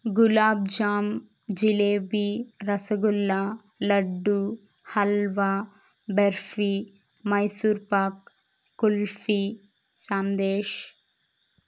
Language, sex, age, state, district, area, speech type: Telugu, female, 18-30, Andhra Pradesh, Kadapa, urban, spontaneous